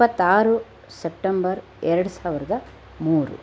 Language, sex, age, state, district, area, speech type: Kannada, female, 60+, Karnataka, Chitradurga, rural, spontaneous